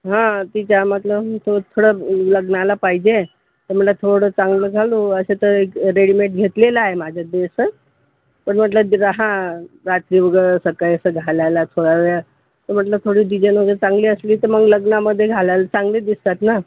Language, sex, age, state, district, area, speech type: Marathi, female, 45-60, Maharashtra, Buldhana, rural, conversation